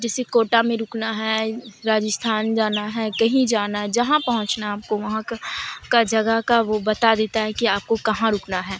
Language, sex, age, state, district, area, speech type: Urdu, female, 30-45, Bihar, Supaul, rural, spontaneous